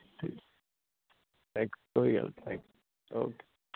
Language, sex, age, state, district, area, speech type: Punjabi, male, 18-30, Punjab, Hoshiarpur, urban, conversation